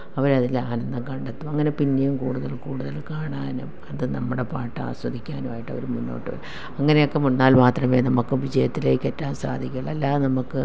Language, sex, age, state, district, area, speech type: Malayalam, female, 45-60, Kerala, Kollam, rural, spontaneous